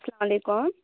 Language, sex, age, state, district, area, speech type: Kashmiri, female, 18-30, Jammu and Kashmir, Budgam, rural, conversation